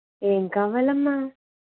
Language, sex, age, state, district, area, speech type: Telugu, female, 18-30, Andhra Pradesh, Eluru, rural, conversation